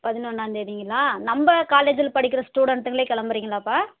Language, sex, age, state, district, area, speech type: Tamil, female, 30-45, Tamil Nadu, Dharmapuri, rural, conversation